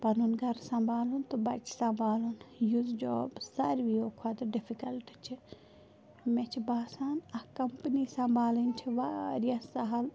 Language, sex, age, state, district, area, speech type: Kashmiri, female, 30-45, Jammu and Kashmir, Bandipora, rural, spontaneous